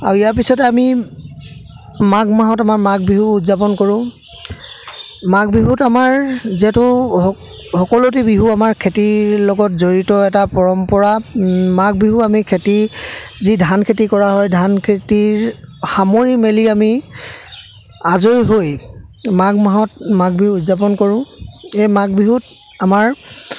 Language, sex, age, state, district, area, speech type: Assamese, male, 30-45, Assam, Charaideo, rural, spontaneous